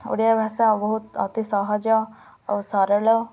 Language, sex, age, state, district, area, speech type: Odia, female, 18-30, Odisha, Ganjam, urban, spontaneous